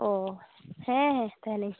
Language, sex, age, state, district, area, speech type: Santali, female, 18-30, West Bengal, Purulia, rural, conversation